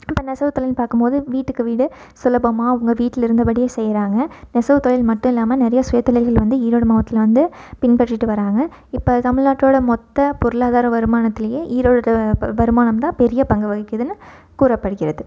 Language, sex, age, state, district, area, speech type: Tamil, female, 18-30, Tamil Nadu, Erode, urban, spontaneous